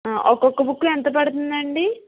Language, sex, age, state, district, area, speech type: Telugu, female, 60+, Andhra Pradesh, Eluru, urban, conversation